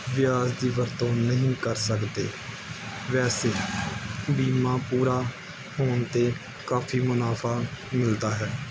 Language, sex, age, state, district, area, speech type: Punjabi, male, 18-30, Punjab, Gurdaspur, urban, spontaneous